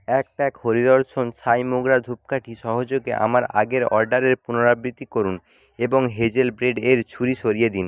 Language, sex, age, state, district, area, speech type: Bengali, male, 60+, West Bengal, Jhargram, rural, read